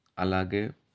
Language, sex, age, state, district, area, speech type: Telugu, male, 30-45, Telangana, Yadadri Bhuvanagiri, rural, spontaneous